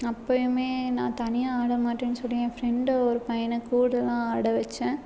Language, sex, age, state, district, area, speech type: Tamil, female, 18-30, Tamil Nadu, Salem, urban, spontaneous